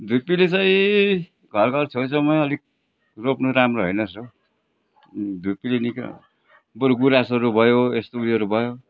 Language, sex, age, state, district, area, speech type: Nepali, male, 60+, West Bengal, Darjeeling, rural, spontaneous